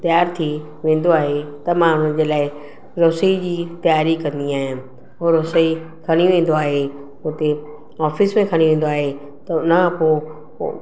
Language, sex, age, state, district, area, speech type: Sindhi, female, 45-60, Maharashtra, Mumbai Suburban, urban, spontaneous